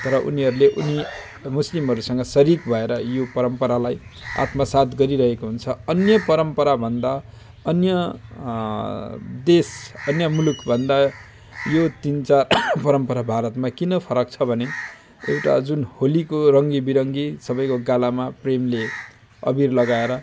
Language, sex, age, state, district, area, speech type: Nepali, male, 45-60, West Bengal, Jalpaiguri, rural, spontaneous